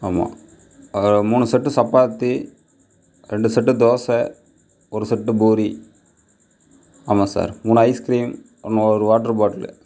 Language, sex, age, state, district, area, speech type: Tamil, male, 30-45, Tamil Nadu, Mayiladuthurai, rural, spontaneous